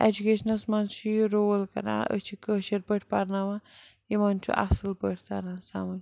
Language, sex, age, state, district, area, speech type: Kashmiri, female, 45-60, Jammu and Kashmir, Srinagar, urban, spontaneous